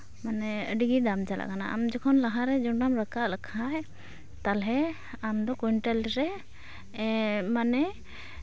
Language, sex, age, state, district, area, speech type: Santali, female, 18-30, West Bengal, Uttar Dinajpur, rural, spontaneous